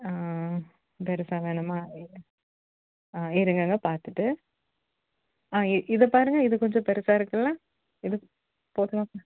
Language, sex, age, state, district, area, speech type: Tamil, female, 18-30, Tamil Nadu, Kanyakumari, urban, conversation